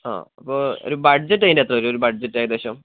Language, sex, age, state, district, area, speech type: Malayalam, male, 18-30, Kerala, Wayanad, rural, conversation